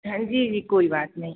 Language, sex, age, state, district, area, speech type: Hindi, female, 30-45, Madhya Pradesh, Hoshangabad, urban, conversation